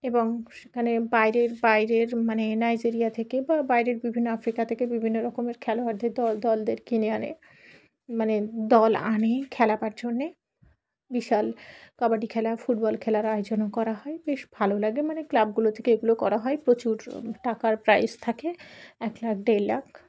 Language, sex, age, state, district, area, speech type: Bengali, female, 18-30, West Bengal, Dakshin Dinajpur, urban, spontaneous